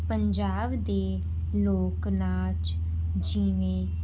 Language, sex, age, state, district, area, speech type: Punjabi, female, 18-30, Punjab, Rupnagar, urban, spontaneous